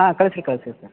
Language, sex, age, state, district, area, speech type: Kannada, male, 45-60, Karnataka, Belgaum, rural, conversation